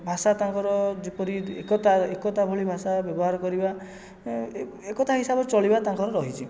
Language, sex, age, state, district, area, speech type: Odia, male, 18-30, Odisha, Jajpur, rural, spontaneous